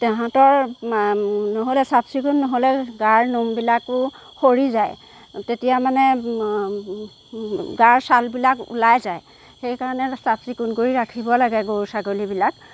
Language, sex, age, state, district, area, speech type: Assamese, female, 30-45, Assam, Golaghat, rural, spontaneous